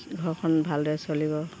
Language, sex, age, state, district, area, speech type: Assamese, female, 45-60, Assam, Sivasagar, rural, spontaneous